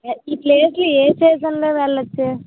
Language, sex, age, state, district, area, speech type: Telugu, female, 18-30, Andhra Pradesh, Vizianagaram, rural, conversation